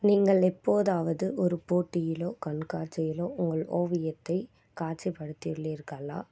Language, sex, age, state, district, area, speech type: Tamil, female, 18-30, Tamil Nadu, Coimbatore, rural, spontaneous